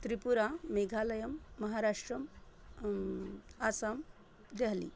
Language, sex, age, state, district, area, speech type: Sanskrit, female, 30-45, Maharashtra, Nagpur, urban, spontaneous